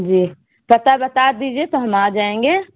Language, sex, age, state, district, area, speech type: Urdu, female, 30-45, Bihar, Gaya, urban, conversation